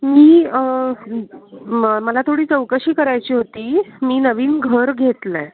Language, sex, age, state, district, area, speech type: Marathi, female, 45-60, Maharashtra, Pune, urban, conversation